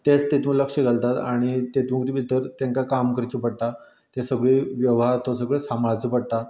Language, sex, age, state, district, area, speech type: Goan Konkani, male, 30-45, Goa, Canacona, rural, spontaneous